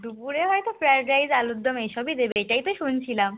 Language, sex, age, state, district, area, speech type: Bengali, female, 18-30, West Bengal, Cooch Behar, urban, conversation